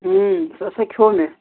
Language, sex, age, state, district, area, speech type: Kashmiri, male, 60+, Jammu and Kashmir, Srinagar, urban, conversation